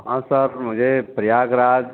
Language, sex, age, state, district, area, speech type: Hindi, male, 45-60, Uttar Pradesh, Mau, rural, conversation